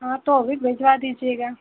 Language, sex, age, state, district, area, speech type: Hindi, female, 18-30, Uttar Pradesh, Mau, rural, conversation